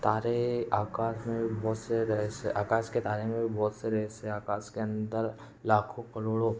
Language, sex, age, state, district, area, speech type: Hindi, male, 18-30, Madhya Pradesh, Betul, urban, spontaneous